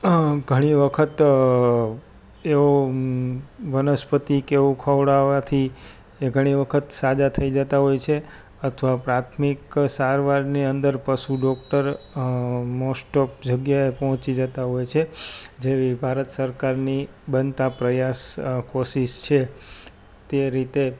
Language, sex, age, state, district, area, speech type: Gujarati, male, 30-45, Gujarat, Rajkot, rural, spontaneous